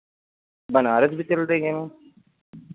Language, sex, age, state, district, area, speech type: Hindi, male, 45-60, Uttar Pradesh, Lucknow, rural, conversation